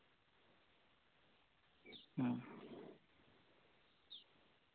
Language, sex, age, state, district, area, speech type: Santali, male, 30-45, West Bengal, Birbhum, rural, conversation